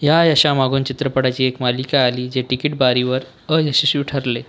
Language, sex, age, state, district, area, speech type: Marathi, male, 18-30, Maharashtra, Buldhana, rural, read